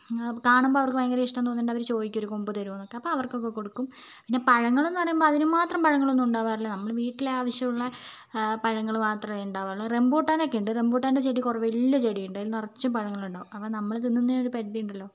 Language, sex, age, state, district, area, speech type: Malayalam, female, 45-60, Kerala, Wayanad, rural, spontaneous